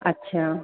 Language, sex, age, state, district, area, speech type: Hindi, female, 18-30, Rajasthan, Jaipur, urban, conversation